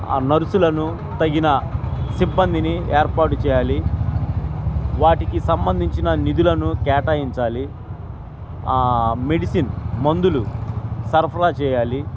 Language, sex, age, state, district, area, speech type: Telugu, male, 45-60, Andhra Pradesh, Guntur, rural, spontaneous